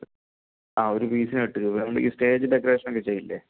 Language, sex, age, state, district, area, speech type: Malayalam, male, 45-60, Kerala, Palakkad, urban, conversation